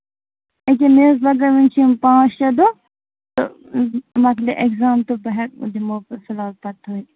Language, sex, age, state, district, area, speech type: Kashmiri, female, 30-45, Jammu and Kashmir, Baramulla, rural, conversation